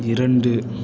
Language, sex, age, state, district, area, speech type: Tamil, male, 18-30, Tamil Nadu, Ariyalur, rural, read